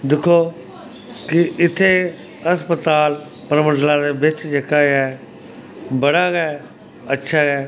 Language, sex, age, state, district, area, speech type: Dogri, male, 45-60, Jammu and Kashmir, Samba, rural, spontaneous